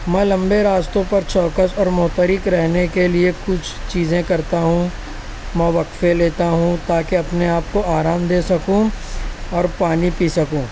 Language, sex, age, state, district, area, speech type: Urdu, male, 18-30, Maharashtra, Nashik, urban, spontaneous